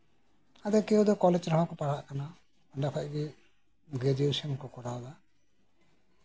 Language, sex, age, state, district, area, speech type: Santali, male, 60+, West Bengal, Birbhum, rural, spontaneous